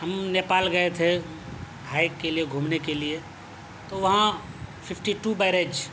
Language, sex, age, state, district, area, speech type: Urdu, male, 30-45, Delhi, South Delhi, urban, spontaneous